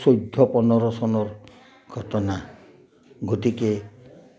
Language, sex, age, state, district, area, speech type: Assamese, male, 60+, Assam, Udalguri, urban, spontaneous